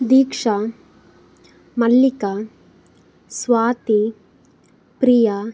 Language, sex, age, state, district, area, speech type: Kannada, female, 18-30, Karnataka, Udupi, rural, spontaneous